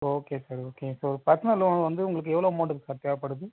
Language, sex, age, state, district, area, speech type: Tamil, male, 30-45, Tamil Nadu, Viluppuram, rural, conversation